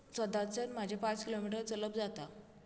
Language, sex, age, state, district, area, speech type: Goan Konkani, female, 18-30, Goa, Bardez, rural, spontaneous